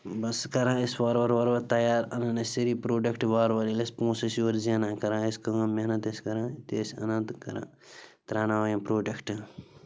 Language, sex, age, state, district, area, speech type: Kashmiri, male, 30-45, Jammu and Kashmir, Bandipora, rural, spontaneous